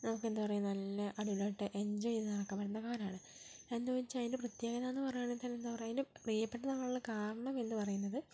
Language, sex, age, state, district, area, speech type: Malayalam, female, 18-30, Kerala, Kozhikode, urban, spontaneous